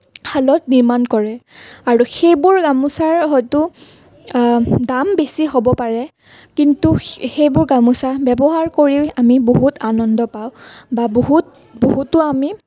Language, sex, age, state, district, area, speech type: Assamese, female, 18-30, Assam, Nalbari, rural, spontaneous